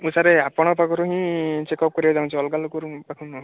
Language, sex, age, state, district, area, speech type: Odia, male, 30-45, Odisha, Puri, urban, conversation